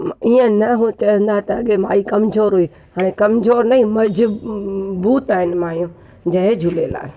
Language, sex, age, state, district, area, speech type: Sindhi, female, 30-45, Gujarat, Junagadh, urban, spontaneous